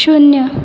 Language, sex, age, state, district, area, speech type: Marathi, female, 30-45, Maharashtra, Nagpur, urban, read